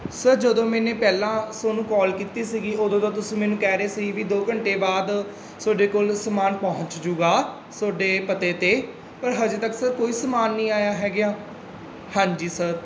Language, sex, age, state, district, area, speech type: Punjabi, male, 18-30, Punjab, Mansa, rural, spontaneous